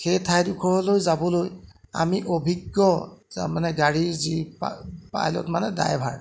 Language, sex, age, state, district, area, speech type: Assamese, male, 30-45, Assam, Jorhat, urban, spontaneous